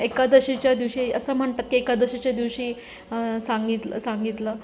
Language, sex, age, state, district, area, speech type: Marathi, female, 45-60, Maharashtra, Nanded, urban, spontaneous